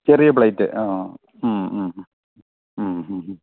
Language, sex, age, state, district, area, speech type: Malayalam, male, 45-60, Kerala, Idukki, rural, conversation